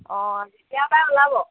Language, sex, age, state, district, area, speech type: Assamese, female, 45-60, Assam, Sivasagar, rural, conversation